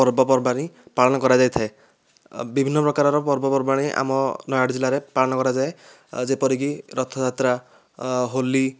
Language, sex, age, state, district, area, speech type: Odia, male, 30-45, Odisha, Nayagarh, rural, spontaneous